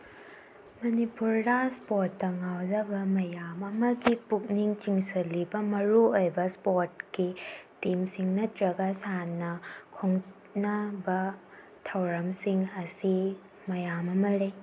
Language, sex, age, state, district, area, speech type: Manipuri, female, 18-30, Manipur, Tengnoupal, urban, spontaneous